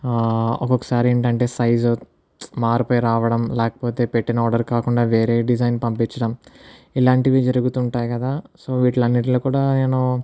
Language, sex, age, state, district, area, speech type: Telugu, male, 18-30, Andhra Pradesh, Kakinada, rural, spontaneous